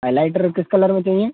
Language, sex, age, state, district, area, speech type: Hindi, male, 18-30, Rajasthan, Bharatpur, urban, conversation